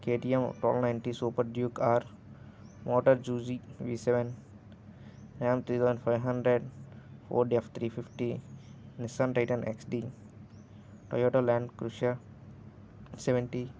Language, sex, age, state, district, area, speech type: Telugu, male, 18-30, Andhra Pradesh, N T Rama Rao, urban, spontaneous